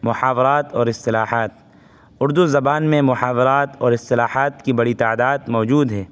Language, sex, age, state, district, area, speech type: Urdu, male, 18-30, Uttar Pradesh, Saharanpur, urban, spontaneous